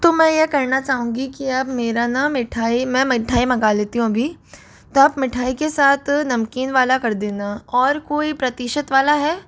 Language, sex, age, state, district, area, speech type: Hindi, female, 18-30, Rajasthan, Jodhpur, urban, spontaneous